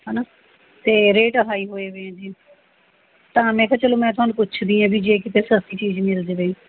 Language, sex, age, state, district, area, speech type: Punjabi, female, 45-60, Punjab, Mohali, urban, conversation